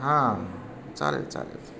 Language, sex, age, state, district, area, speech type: Marathi, male, 60+, Maharashtra, Pune, urban, spontaneous